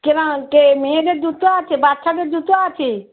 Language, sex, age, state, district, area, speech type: Bengali, female, 45-60, West Bengal, Darjeeling, rural, conversation